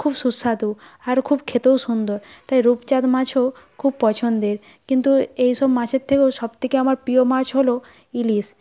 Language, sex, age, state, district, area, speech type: Bengali, female, 18-30, West Bengal, Nadia, rural, spontaneous